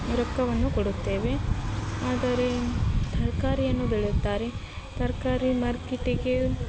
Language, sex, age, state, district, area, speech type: Kannada, female, 18-30, Karnataka, Gadag, urban, spontaneous